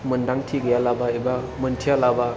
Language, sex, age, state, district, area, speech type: Bodo, male, 30-45, Assam, Chirang, urban, spontaneous